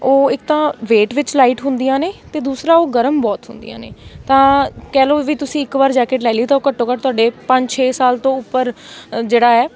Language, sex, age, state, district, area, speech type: Punjabi, female, 18-30, Punjab, Patiala, urban, spontaneous